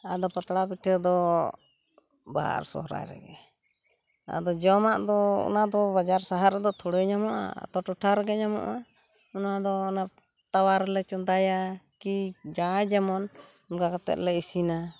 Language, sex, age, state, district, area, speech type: Santali, female, 45-60, West Bengal, Purulia, rural, spontaneous